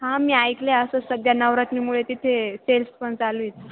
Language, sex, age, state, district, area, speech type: Marathi, female, 18-30, Maharashtra, Ahmednagar, urban, conversation